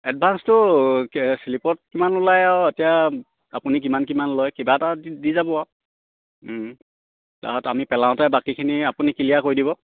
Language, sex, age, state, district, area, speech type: Assamese, male, 18-30, Assam, Sivasagar, rural, conversation